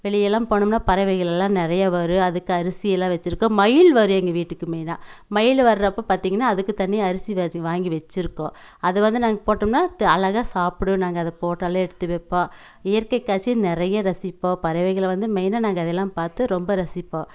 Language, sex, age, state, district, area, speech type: Tamil, female, 45-60, Tamil Nadu, Coimbatore, rural, spontaneous